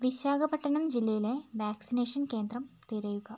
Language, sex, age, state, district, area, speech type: Malayalam, female, 18-30, Kerala, Wayanad, rural, read